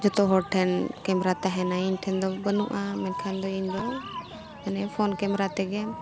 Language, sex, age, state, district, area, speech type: Santali, female, 18-30, Jharkhand, Bokaro, rural, spontaneous